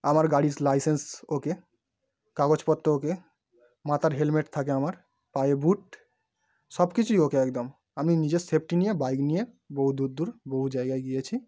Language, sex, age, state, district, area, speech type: Bengali, male, 18-30, West Bengal, Howrah, urban, spontaneous